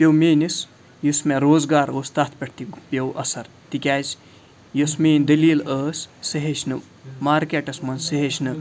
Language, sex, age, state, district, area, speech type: Kashmiri, male, 45-60, Jammu and Kashmir, Srinagar, urban, spontaneous